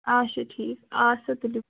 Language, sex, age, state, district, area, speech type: Kashmiri, female, 18-30, Jammu and Kashmir, Pulwama, rural, conversation